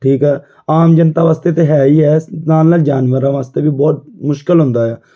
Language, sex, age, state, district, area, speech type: Punjabi, male, 18-30, Punjab, Amritsar, urban, spontaneous